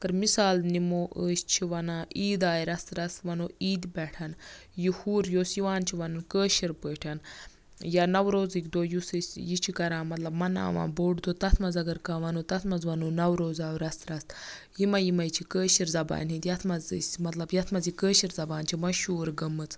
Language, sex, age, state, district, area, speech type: Kashmiri, female, 18-30, Jammu and Kashmir, Baramulla, rural, spontaneous